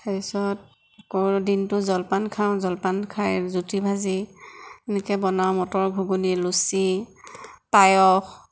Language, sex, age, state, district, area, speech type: Assamese, female, 30-45, Assam, Nagaon, rural, spontaneous